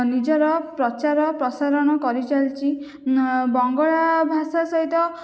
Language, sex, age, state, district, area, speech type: Odia, female, 18-30, Odisha, Jajpur, rural, spontaneous